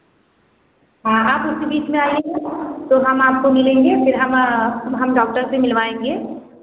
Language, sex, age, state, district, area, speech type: Hindi, female, 18-30, Uttar Pradesh, Azamgarh, rural, conversation